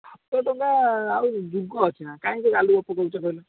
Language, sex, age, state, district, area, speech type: Odia, male, 18-30, Odisha, Jagatsinghpur, rural, conversation